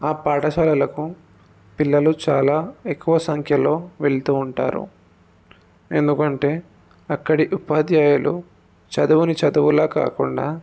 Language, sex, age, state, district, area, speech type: Telugu, male, 18-30, Telangana, Jangaon, urban, spontaneous